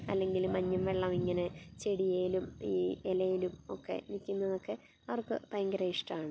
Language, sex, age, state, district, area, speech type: Malayalam, female, 30-45, Kerala, Kottayam, rural, spontaneous